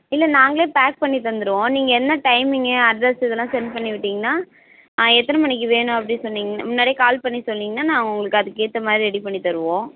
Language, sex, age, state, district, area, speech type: Tamil, female, 18-30, Tamil Nadu, Kallakurichi, rural, conversation